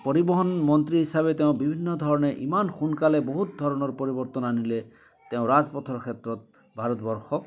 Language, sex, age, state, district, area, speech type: Assamese, male, 60+, Assam, Biswanath, rural, spontaneous